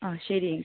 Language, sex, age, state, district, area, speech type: Malayalam, female, 30-45, Kerala, Alappuzha, rural, conversation